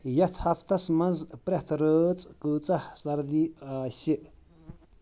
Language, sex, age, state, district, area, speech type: Kashmiri, male, 30-45, Jammu and Kashmir, Shopian, rural, read